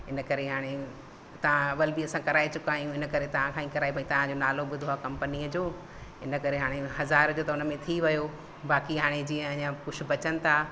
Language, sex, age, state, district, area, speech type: Sindhi, female, 45-60, Madhya Pradesh, Katni, rural, spontaneous